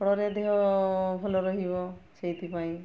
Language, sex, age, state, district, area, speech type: Odia, female, 60+, Odisha, Mayurbhanj, rural, spontaneous